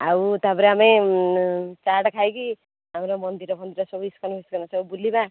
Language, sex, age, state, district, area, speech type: Odia, female, 30-45, Odisha, Nayagarh, rural, conversation